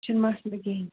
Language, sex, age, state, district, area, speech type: Kashmiri, female, 18-30, Jammu and Kashmir, Ganderbal, rural, conversation